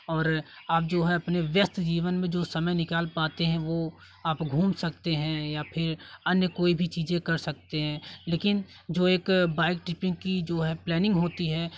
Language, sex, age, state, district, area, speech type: Hindi, male, 18-30, Uttar Pradesh, Jaunpur, rural, spontaneous